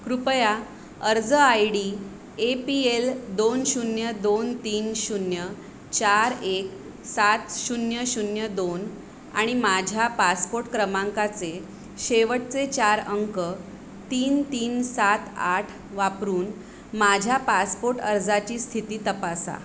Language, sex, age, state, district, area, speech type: Marathi, female, 30-45, Maharashtra, Mumbai Suburban, urban, read